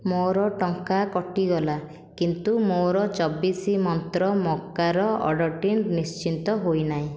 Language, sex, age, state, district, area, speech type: Odia, female, 30-45, Odisha, Khordha, rural, read